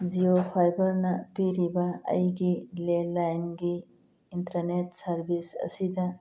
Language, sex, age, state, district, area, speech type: Manipuri, female, 45-60, Manipur, Churachandpur, urban, read